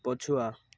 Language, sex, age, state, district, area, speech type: Odia, male, 18-30, Odisha, Malkangiri, urban, read